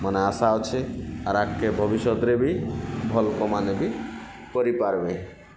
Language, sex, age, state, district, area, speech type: Odia, male, 30-45, Odisha, Kalahandi, rural, spontaneous